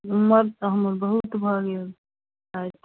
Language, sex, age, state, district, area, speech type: Maithili, female, 60+, Bihar, Sitamarhi, rural, conversation